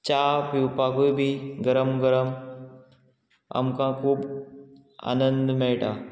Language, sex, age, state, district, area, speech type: Goan Konkani, male, 18-30, Goa, Murmgao, rural, spontaneous